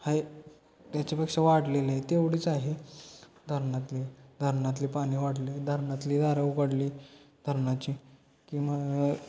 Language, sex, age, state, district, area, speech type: Marathi, male, 18-30, Maharashtra, Satara, urban, spontaneous